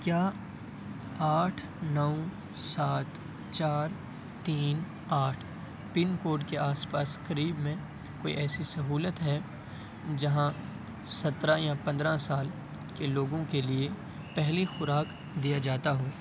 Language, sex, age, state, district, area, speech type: Urdu, male, 18-30, Bihar, Purnia, rural, read